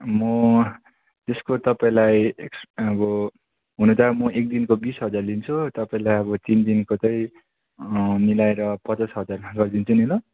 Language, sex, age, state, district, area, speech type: Nepali, male, 30-45, West Bengal, Darjeeling, rural, conversation